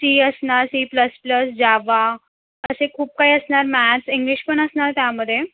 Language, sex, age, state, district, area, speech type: Marathi, female, 18-30, Maharashtra, Nagpur, urban, conversation